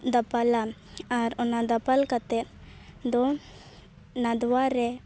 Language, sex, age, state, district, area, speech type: Santali, female, 18-30, Jharkhand, Seraikela Kharsawan, rural, spontaneous